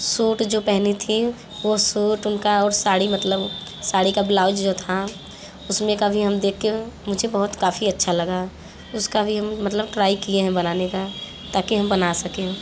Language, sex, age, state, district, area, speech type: Hindi, female, 18-30, Uttar Pradesh, Mirzapur, rural, spontaneous